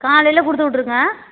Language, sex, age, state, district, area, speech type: Tamil, female, 30-45, Tamil Nadu, Tiruvannamalai, rural, conversation